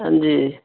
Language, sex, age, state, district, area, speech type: Punjabi, female, 60+, Punjab, Fazilka, rural, conversation